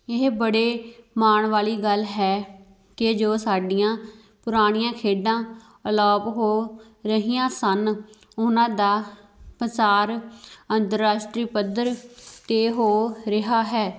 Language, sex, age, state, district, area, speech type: Punjabi, female, 18-30, Punjab, Tarn Taran, rural, spontaneous